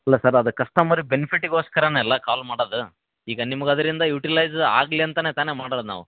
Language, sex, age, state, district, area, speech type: Kannada, male, 18-30, Karnataka, Koppal, rural, conversation